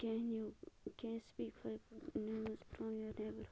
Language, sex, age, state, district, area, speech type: Kashmiri, female, 18-30, Jammu and Kashmir, Bandipora, rural, spontaneous